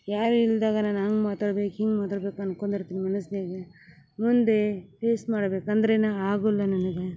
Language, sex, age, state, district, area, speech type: Kannada, female, 30-45, Karnataka, Gadag, urban, spontaneous